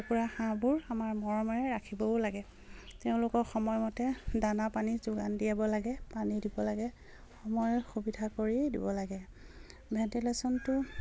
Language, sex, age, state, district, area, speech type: Assamese, female, 45-60, Assam, Dibrugarh, rural, spontaneous